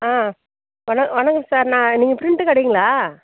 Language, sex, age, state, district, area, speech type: Tamil, female, 60+, Tamil Nadu, Chengalpattu, rural, conversation